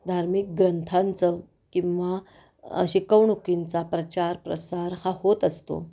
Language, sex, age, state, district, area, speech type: Marathi, female, 45-60, Maharashtra, Pune, urban, spontaneous